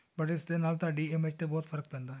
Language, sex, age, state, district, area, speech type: Punjabi, male, 30-45, Punjab, Tarn Taran, urban, spontaneous